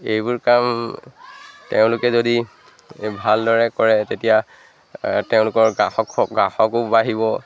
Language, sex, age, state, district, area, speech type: Assamese, male, 18-30, Assam, Majuli, urban, spontaneous